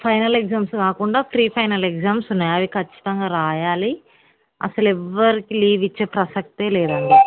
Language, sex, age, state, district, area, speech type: Telugu, female, 18-30, Telangana, Mahbubnagar, rural, conversation